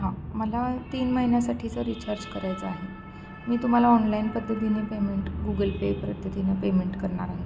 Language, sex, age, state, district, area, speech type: Marathi, female, 30-45, Maharashtra, Kolhapur, urban, spontaneous